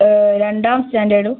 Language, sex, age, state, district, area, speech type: Malayalam, female, 18-30, Kerala, Wayanad, rural, conversation